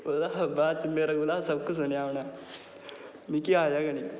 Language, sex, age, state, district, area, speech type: Dogri, male, 18-30, Jammu and Kashmir, Udhampur, rural, spontaneous